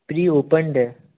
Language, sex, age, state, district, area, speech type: Hindi, male, 30-45, Madhya Pradesh, Jabalpur, urban, conversation